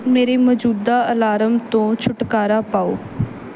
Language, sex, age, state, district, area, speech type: Punjabi, female, 18-30, Punjab, Bathinda, urban, read